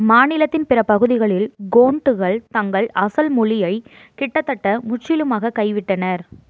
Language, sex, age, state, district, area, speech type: Tamil, female, 18-30, Tamil Nadu, Mayiladuthurai, urban, read